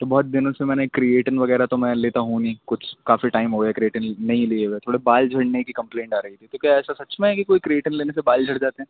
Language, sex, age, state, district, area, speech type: Urdu, male, 18-30, Uttar Pradesh, Rampur, urban, conversation